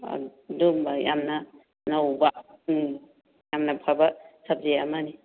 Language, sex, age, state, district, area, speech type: Manipuri, female, 45-60, Manipur, Kakching, rural, conversation